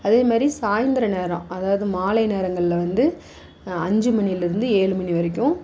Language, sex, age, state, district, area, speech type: Tamil, female, 60+, Tamil Nadu, Dharmapuri, rural, spontaneous